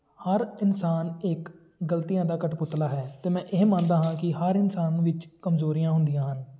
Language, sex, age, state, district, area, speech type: Punjabi, male, 18-30, Punjab, Tarn Taran, urban, spontaneous